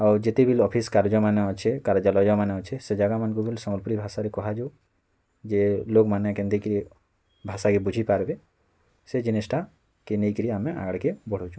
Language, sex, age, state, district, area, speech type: Odia, male, 18-30, Odisha, Bargarh, rural, spontaneous